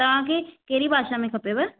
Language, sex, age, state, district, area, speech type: Sindhi, female, 18-30, Maharashtra, Thane, urban, conversation